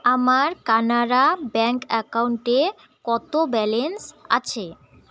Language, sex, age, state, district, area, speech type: Bengali, female, 18-30, West Bengal, Jalpaiguri, rural, read